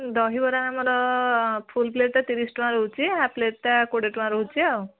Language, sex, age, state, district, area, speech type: Odia, female, 18-30, Odisha, Kendujhar, urban, conversation